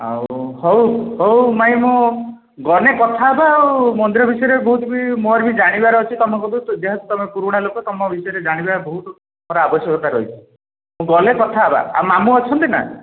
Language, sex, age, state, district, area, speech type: Odia, male, 60+, Odisha, Dhenkanal, rural, conversation